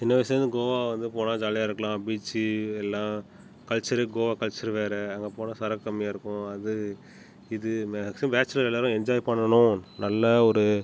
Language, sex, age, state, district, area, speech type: Tamil, male, 30-45, Tamil Nadu, Tiruchirappalli, rural, spontaneous